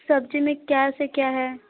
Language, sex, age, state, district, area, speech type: Hindi, female, 18-30, Uttar Pradesh, Azamgarh, urban, conversation